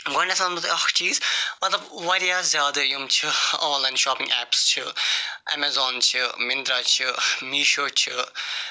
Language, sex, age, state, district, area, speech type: Kashmiri, male, 45-60, Jammu and Kashmir, Budgam, urban, spontaneous